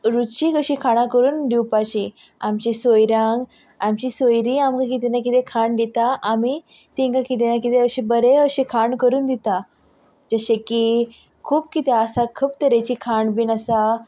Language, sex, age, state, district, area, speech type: Goan Konkani, female, 18-30, Goa, Ponda, rural, spontaneous